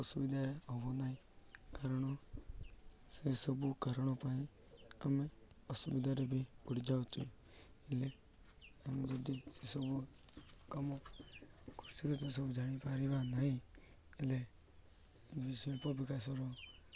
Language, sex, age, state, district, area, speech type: Odia, male, 18-30, Odisha, Malkangiri, urban, spontaneous